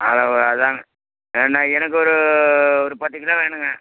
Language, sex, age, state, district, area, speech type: Tamil, male, 60+, Tamil Nadu, Perambalur, rural, conversation